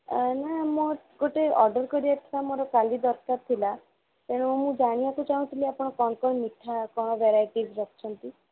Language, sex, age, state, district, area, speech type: Odia, female, 18-30, Odisha, Cuttack, urban, conversation